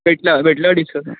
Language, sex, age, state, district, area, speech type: Marathi, male, 18-30, Maharashtra, Thane, urban, conversation